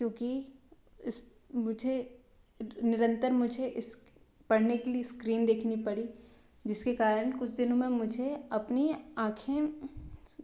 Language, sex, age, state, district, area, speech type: Hindi, female, 18-30, Madhya Pradesh, Bhopal, urban, spontaneous